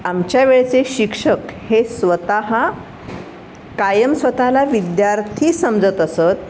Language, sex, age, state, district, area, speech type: Marathi, female, 60+, Maharashtra, Pune, urban, spontaneous